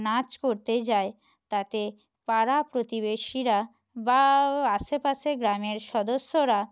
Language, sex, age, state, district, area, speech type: Bengali, female, 45-60, West Bengal, Nadia, rural, spontaneous